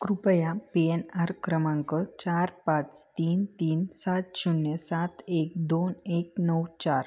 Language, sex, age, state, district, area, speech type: Marathi, female, 18-30, Maharashtra, Ahmednagar, urban, read